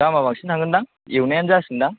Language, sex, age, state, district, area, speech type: Bodo, male, 18-30, Assam, Chirang, urban, conversation